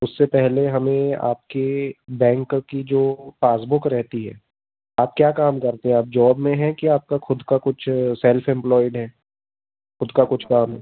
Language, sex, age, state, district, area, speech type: Hindi, male, 30-45, Madhya Pradesh, Jabalpur, urban, conversation